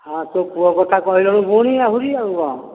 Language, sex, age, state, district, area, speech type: Odia, male, 60+, Odisha, Nayagarh, rural, conversation